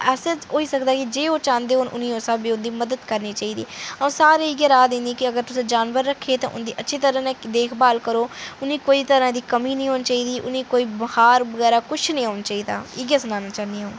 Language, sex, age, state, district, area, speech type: Dogri, female, 30-45, Jammu and Kashmir, Udhampur, urban, spontaneous